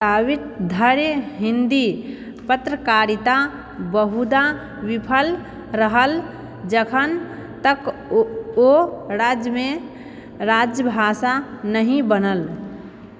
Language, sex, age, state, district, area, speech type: Maithili, female, 30-45, Bihar, Purnia, rural, read